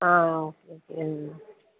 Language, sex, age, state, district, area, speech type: Malayalam, female, 30-45, Kerala, Alappuzha, rural, conversation